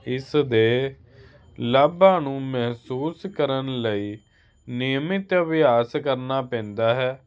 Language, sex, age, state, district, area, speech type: Punjabi, male, 30-45, Punjab, Hoshiarpur, urban, spontaneous